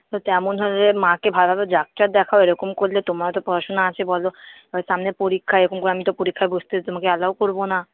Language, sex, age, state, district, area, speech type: Bengali, female, 30-45, West Bengal, Purba Bardhaman, rural, conversation